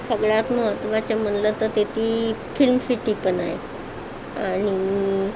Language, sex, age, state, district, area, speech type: Marathi, female, 30-45, Maharashtra, Nagpur, urban, spontaneous